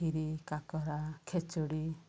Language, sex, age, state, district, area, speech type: Odia, female, 45-60, Odisha, Ganjam, urban, spontaneous